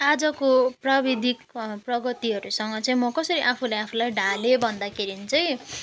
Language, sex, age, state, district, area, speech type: Nepali, female, 18-30, West Bengal, Jalpaiguri, urban, spontaneous